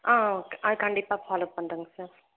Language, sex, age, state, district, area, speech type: Tamil, female, 18-30, Tamil Nadu, Krishnagiri, rural, conversation